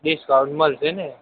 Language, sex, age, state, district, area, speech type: Gujarati, male, 60+, Gujarat, Aravalli, urban, conversation